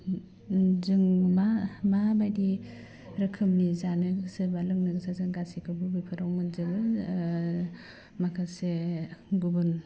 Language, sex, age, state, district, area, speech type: Bodo, female, 18-30, Assam, Udalguri, urban, spontaneous